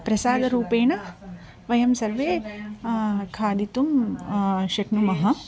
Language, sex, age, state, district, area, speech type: Sanskrit, female, 30-45, Andhra Pradesh, Krishna, urban, spontaneous